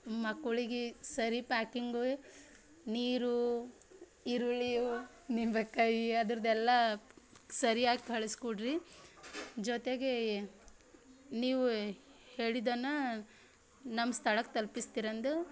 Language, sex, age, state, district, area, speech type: Kannada, female, 30-45, Karnataka, Bidar, rural, spontaneous